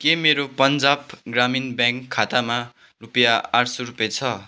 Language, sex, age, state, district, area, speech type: Nepali, male, 18-30, West Bengal, Kalimpong, rural, read